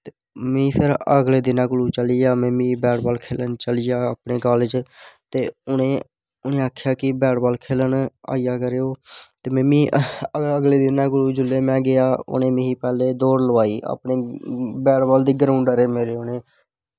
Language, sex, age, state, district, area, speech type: Dogri, male, 18-30, Jammu and Kashmir, Samba, urban, spontaneous